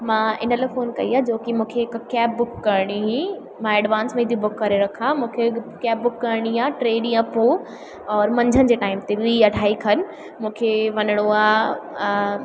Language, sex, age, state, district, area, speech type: Sindhi, female, 18-30, Madhya Pradesh, Katni, urban, spontaneous